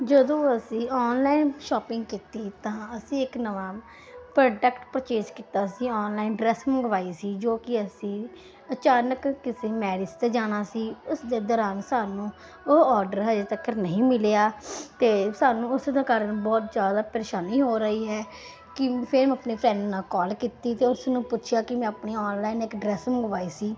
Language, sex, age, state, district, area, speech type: Punjabi, female, 30-45, Punjab, Ludhiana, urban, spontaneous